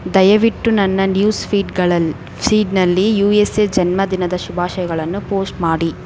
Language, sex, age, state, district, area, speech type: Kannada, female, 18-30, Karnataka, Bangalore Urban, rural, read